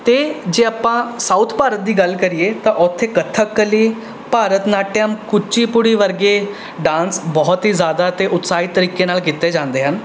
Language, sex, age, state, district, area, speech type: Punjabi, male, 18-30, Punjab, Rupnagar, urban, spontaneous